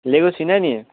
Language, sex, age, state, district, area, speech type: Nepali, male, 18-30, West Bengal, Kalimpong, rural, conversation